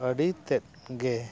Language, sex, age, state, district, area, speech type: Santali, male, 45-60, Odisha, Mayurbhanj, rural, spontaneous